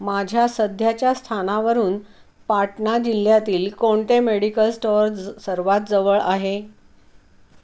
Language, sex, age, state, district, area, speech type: Marathi, female, 45-60, Maharashtra, Pune, urban, read